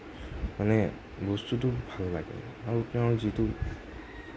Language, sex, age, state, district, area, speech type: Assamese, male, 18-30, Assam, Nagaon, rural, spontaneous